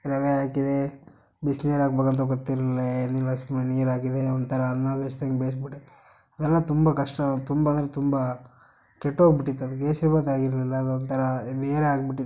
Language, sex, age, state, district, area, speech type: Kannada, male, 18-30, Karnataka, Chitradurga, rural, spontaneous